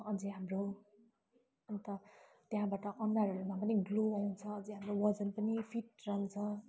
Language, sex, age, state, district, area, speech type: Nepali, female, 18-30, West Bengal, Kalimpong, rural, spontaneous